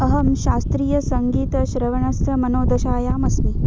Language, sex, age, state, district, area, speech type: Sanskrit, female, 18-30, Maharashtra, Wardha, urban, read